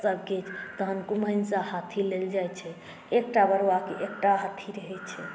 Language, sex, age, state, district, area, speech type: Maithili, female, 18-30, Bihar, Saharsa, urban, spontaneous